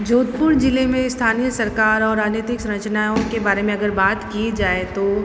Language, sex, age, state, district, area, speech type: Hindi, female, 18-30, Rajasthan, Jodhpur, urban, spontaneous